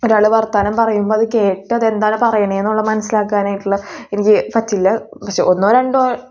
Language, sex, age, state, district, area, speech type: Malayalam, female, 18-30, Kerala, Thrissur, rural, spontaneous